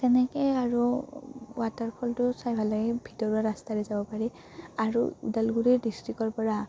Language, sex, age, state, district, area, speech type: Assamese, female, 18-30, Assam, Udalguri, rural, spontaneous